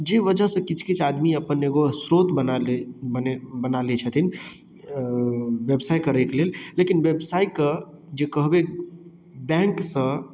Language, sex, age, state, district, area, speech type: Maithili, male, 18-30, Bihar, Darbhanga, urban, spontaneous